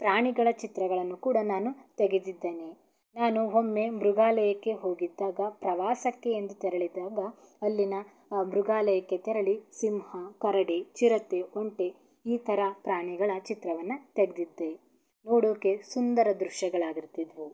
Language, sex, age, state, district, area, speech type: Kannada, female, 18-30, Karnataka, Davanagere, rural, spontaneous